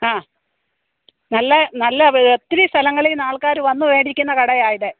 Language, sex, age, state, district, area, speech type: Malayalam, female, 60+, Kerala, Pathanamthitta, rural, conversation